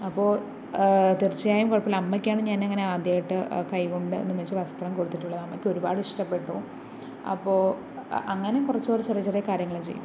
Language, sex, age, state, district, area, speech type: Malayalam, female, 45-60, Kerala, Palakkad, rural, spontaneous